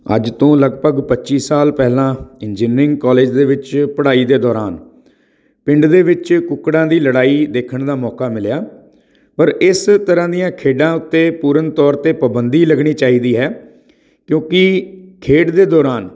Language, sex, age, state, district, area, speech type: Punjabi, male, 45-60, Punjab, Patiala, urban, spontaneous